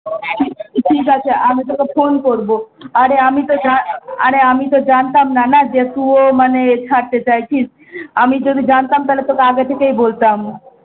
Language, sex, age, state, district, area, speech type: Bengali, female, 18-30, West Bengal, Malda, urban, conversation